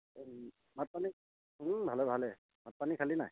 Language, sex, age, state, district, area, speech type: Assamese, male, 30-45, Assam, Dhemaji, rural, conversation